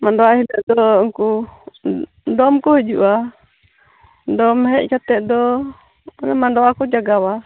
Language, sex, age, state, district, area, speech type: Santali, female, 45-60, West Bengal, Purba Bardhaman, rural, conversation